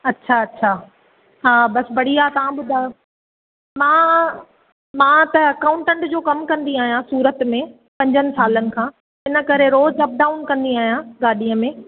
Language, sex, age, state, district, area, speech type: Sindhi, female, 30-45, Gujarat, Surat, urban, conversation